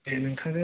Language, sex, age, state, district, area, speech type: Bodo, male, 18-30, Assam, Udalguri, rural, conversation